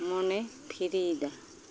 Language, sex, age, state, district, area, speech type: Santali, female, 30-45, West Bengal, Uttar Dinajpur, rural, spontaneous